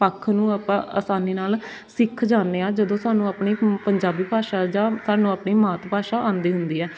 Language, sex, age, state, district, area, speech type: Punjabi, female, 18-30, Punjab, Shaheed Bhagat Singh Nagar, urban, spontaneous